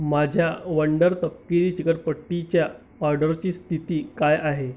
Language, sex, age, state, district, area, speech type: Marathi, male, 30-45, Maharashtra, Amravati, rural, read